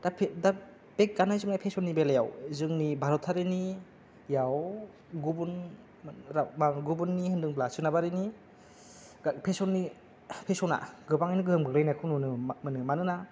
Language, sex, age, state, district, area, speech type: Bodo, male, 18-30, Assam, Kokrajhar, rural, spontaneous